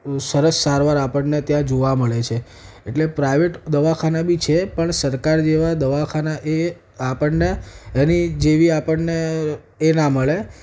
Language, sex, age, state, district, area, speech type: Gujarati, male, 18-30, Gujarat, Ahmedabad, urban, spontaneous